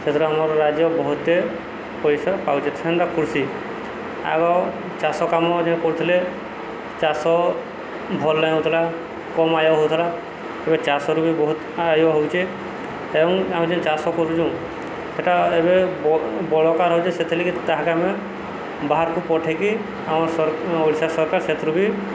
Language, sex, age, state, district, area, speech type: Odia, male, 45-60, Odisha, Subarnapur, urban, spontaneous